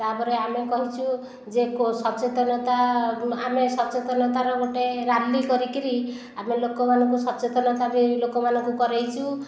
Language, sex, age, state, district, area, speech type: Odia, female, 45-60, Odisha, Khordha, rural, spontaneous